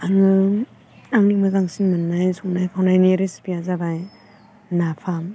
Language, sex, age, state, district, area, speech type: Bodo, female, 18-30, Assam, Baksa, rural, spontaneous